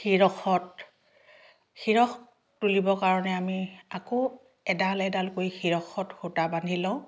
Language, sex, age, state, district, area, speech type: Assamese, female, 60+, Assam, Dhemaji, urban, spontaneous